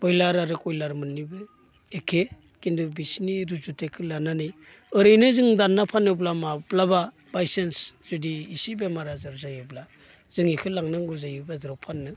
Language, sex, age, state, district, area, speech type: Bodo, male, 45-60, Assam, Baksa, urban, spontaneous